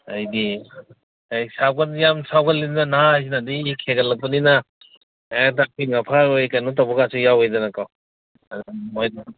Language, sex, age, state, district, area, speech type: Manipuri, male, 60+, Manipur, Kangpokpi, urban, conversation